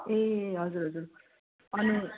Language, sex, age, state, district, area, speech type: Nepali, female, 45-60, West Bengal, Darjeeling, rural, conversation